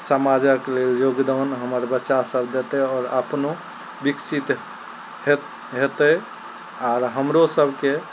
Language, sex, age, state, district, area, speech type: Maithili, male, 45-60, Bihar, Araria, rural, spontaneous